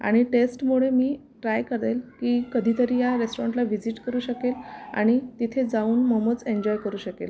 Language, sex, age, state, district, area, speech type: Marathi, female, 45-60, Maharashtra, Amravati, urban, spontaneous